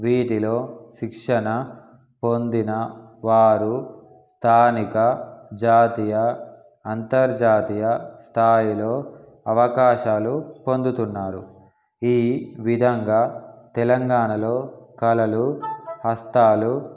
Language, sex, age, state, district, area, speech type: Telugu, male, 18-30, Telangana, Peddapalli, urban, spontaneous